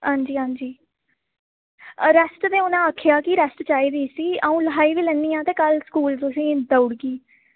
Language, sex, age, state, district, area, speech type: Dogri, female, 18-30, Jammu and Kashmir, Reasi, rural, conversation